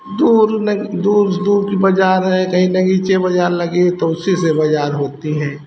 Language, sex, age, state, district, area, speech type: Hindi, male, 60+, Uttar Pradesh, Hardoi, rural, spontaneous